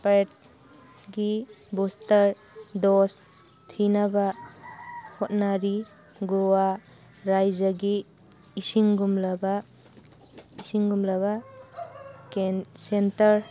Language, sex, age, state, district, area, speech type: Manipuri, female, 45-60, Manipur, Churachandpur, urban, read